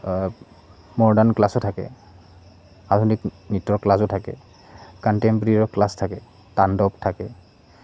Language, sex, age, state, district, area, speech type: Assamese, male, 18-30, Assam, Goalpara, rural, spontaneous